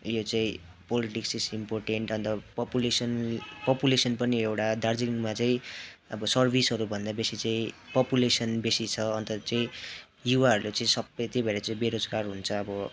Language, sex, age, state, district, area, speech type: Nepali, male, 18-30, West Bengal, Darjeeling, rural, spontaneous